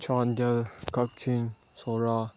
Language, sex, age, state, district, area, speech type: Manipuri, male, 18-30, Manipur, Chandel, rural, spontaneous